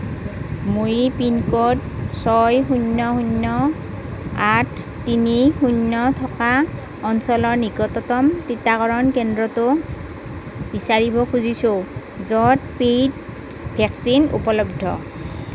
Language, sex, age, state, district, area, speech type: Assamese, female, 45-60, Assam, Nalbari, rural, read